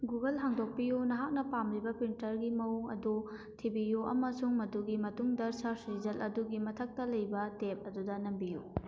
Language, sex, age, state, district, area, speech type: Manipuri, female, 18-30, Manipur, Churachandpur, rural, read